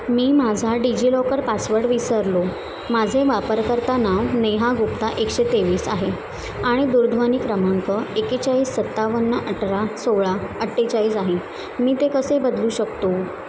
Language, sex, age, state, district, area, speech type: Marathi, female, 18-30, Maharashtra, Mumbai Suburban, urban, read